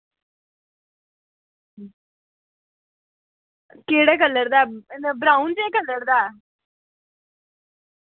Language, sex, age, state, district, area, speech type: Dogri, female, 18-30, Jammu and Kashmir, Samba, rural, conversation